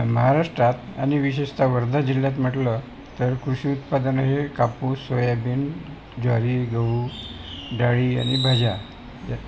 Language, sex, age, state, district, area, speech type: Marathi, male, 60+, Maharashtra, Wardha, urban, spontaneous